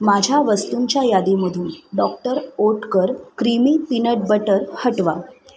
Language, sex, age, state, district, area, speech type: Marathi, female, 30-45, Maharashtra, Mumbai Suburban, urban, read